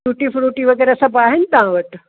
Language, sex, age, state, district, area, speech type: Sindhi, female, 60+, Gujarat, Kutch, urban, conversation